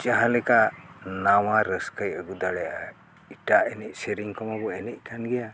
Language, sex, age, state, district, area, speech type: Santali, male, 60+, Odisha, Mayurbhanj, rural, spontaneous